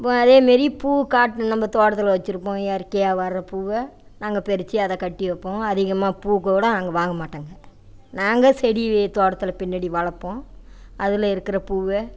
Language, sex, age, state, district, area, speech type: Tamil, female, 60+, Tamil Nadu, Namakkal, rural, spontaneous